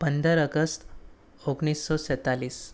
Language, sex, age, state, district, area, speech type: Gujarati, male, 18-30, Gujarat, Anand, rural, spontaneous